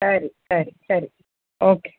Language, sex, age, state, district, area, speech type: Kannada, female, 45-60, Karnataka, Uttara Kannada, rural, conversation